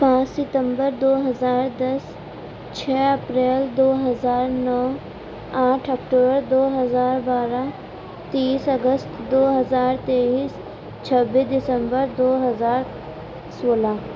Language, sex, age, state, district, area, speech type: Urdu, female, 18-30, Uttar Pradesh, Gautam Buddha Nagar, rural, spontaneous